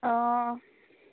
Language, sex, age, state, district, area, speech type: Assamese, female, 18-30, Assam, Sivasagar, rural, conversation